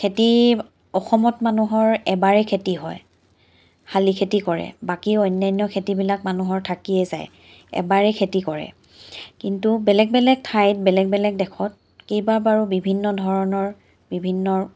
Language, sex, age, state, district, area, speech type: Assamese, female, 30-45, Assam, Charaideo, urban, spontaneous